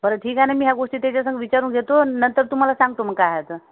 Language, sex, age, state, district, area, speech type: Marathi, female, 30-45, Maharashtra, Amravati, urban, conversation